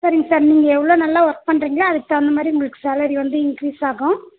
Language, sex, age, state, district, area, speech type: Tamil, female, 30-45, Tamil Nadu, Dharmapuri, rural, conversation